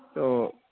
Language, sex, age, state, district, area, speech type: Urdu, male, 18-30, Uttar Pradesh, Saharanpur, urban, conversation